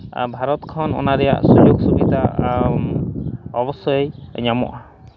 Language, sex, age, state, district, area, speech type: Santali, male, 30-45, West Bengal, Malda, rural, spontaneous